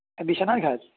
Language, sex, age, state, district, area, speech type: Assamese, male, 30-45, Assam, Biswanath, rural, conversation